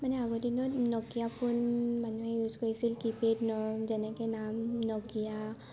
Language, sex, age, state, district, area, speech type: Assamese, female, 18-30, Assam, Sivasagar, urban, spontaneous